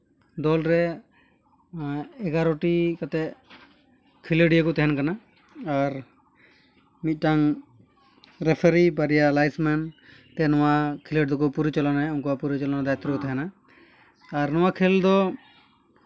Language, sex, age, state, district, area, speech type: Santali, male, 18-30, West Bengal, Malda, rural, spontaneous